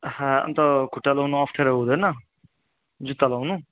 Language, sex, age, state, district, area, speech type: Nepali, male, 60+, West Bengal, Darjeeling, rural, conversation